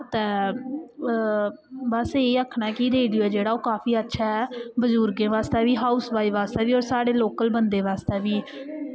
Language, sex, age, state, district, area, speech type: Dogri, female, 18-30, Jammu and Kashmir, Kathua, rural, spontaneous